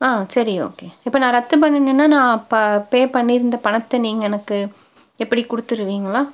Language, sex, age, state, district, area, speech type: Tamil, female, 30-45, Tamil Nadu, Tiruppur, rural, spontaneous